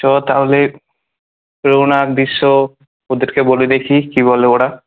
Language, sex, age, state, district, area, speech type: Bengali, male, 18-30, West Bengal, Kolkata, urban, conversation